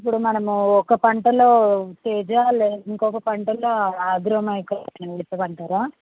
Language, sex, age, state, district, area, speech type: Telugu, female, 18-30, Telangana, Vikarabad, urban, conversation